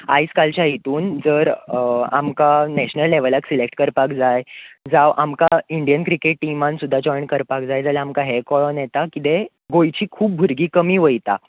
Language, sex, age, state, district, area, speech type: Goan Konkani, male, 18-30, Goa, Bardez, urban, conversation